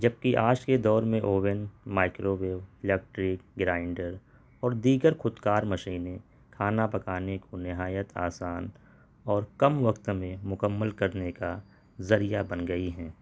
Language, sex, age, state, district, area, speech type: Urdu, male, 30-45, Delhi, North East Delhi, urban, spontaneous